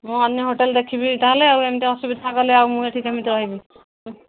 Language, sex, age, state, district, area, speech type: Odia, female, 45-60, Odisha, Angul, rural, conversation